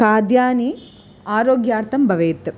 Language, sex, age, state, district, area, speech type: Sanskrit, female, 18-30, Tamil Nadu, Chennai, urban, spontaneous